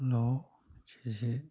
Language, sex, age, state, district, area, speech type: Manipuri, male, 30-45, Manipur, Kakching, rural, spontaneous